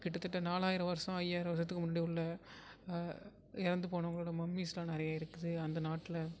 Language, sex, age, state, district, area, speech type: Tamil, female, 18-30, Tamil Nadu, Tiruvarur, rural, spontaneous